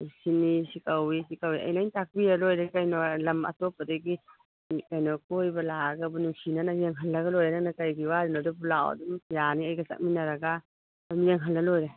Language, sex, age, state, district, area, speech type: Manipuri, female, 45-60, Manipur, Churachandpur, urban, conversation